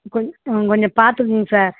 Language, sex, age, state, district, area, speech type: Tamil, female, 60+, Tamil Nadu, Tiruvannamalai, rural, conversation